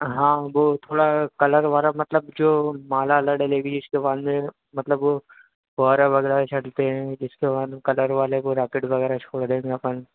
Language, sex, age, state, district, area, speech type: Hindi, male, 30-45, Madhya Pradesh, Harda, urban, conversation